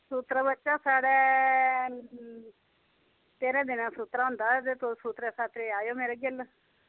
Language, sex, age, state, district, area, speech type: Dogri, female, 60+, Jammu and Kashmir, Udhampur, rural, conversation